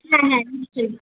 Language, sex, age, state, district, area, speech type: Bengali, female, 30-45, West Bengal, Purulia, rural, conversation